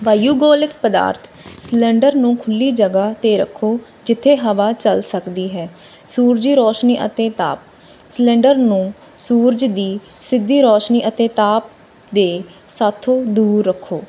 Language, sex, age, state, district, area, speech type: Punjabi, female, 30-45, Punjab, Barnala, rural, spontaneous